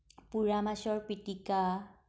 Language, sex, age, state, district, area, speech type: Assamese, female, 18-30, Assam, Kamrup Metropolitan, urban, spontaneous